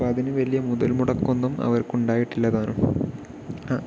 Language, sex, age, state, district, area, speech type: Malayalam, male, 30-45, Kerala, Palakkad, urban, spontaneous